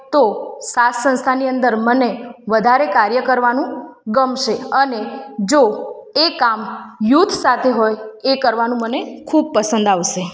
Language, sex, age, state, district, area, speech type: Gujarati, female, 30-45, Gujarat, Ahmedabad, urban, spontaneous